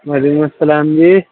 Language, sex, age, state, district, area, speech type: Urdu, male, 30-45, Uttar Pradesh, Muzaffarnagar, urban, conversation